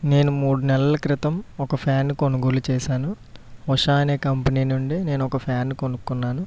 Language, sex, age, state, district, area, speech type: Telugu, male, 30-45, Andhra Pradesh, East Godavari, rural, spontaneous